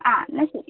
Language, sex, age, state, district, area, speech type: Malayalam, female, 30-45, Kerala, Wayanad, rural, conversation